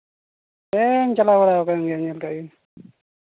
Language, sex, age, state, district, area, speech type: Santali, male, 18-30, Jharkhand, Pakur, rural, conversation